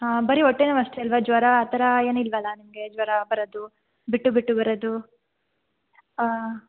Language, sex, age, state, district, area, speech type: Kannada, female, 30-45, Karnataka, Bangalore Urban, rural, conversation